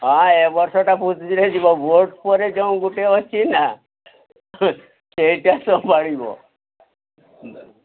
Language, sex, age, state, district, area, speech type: Odia, male, 60+, Odisha, Mayurbhanj, rural, conversation